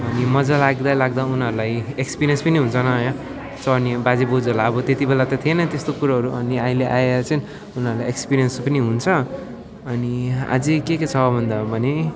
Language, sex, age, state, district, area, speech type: Nepali, male, 18-30, West Bengal, Alipurduar, urban, spontaneous